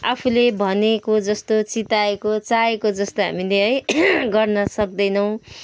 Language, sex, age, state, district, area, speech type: Nepali, female, 30-45, West Bengal, Kalimpong, rural, spontaneous